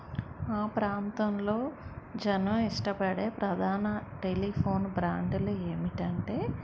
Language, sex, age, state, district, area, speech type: Telugu, female, 30-45, Andhra Pradesh, Vizianagaram, urban, spontaneous